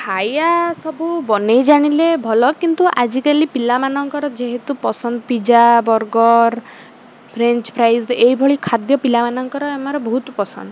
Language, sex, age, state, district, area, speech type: Odia, female, 45-60, Odisha, Rayagada, rural, spontaneous